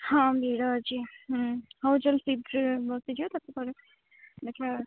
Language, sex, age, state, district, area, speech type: Odia, female, 18-30, Odisha, Jagatsinghpur, rural, conversation